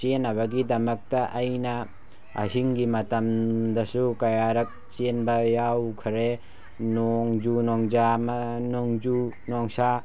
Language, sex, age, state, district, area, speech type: Manipuri, male, 18-30, Manipur, Tengnoupal, rural, spontaneous